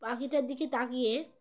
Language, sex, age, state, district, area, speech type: Bengali, female, 18-30, West Bengal, Uttar Dinajpur, urban, spontaneous